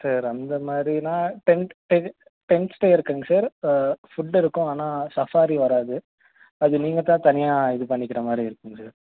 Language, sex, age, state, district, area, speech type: Tamil, male, 18-30, Tamil Nadu, Nilgiris, urban, conversation